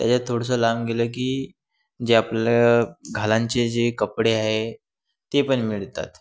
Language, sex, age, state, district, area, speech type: Marathi, male, 18-30, Maharashtra, Wardha, urban, spontaneous